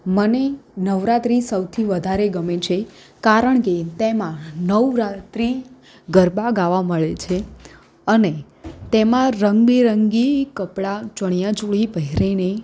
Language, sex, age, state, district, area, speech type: Gujarati, female, 18-30, Gujarat, Anand, urban, spontaneous